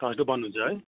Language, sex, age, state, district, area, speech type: Nepali, male, 30-45, West Bengal, Darjeeling, rural, conversation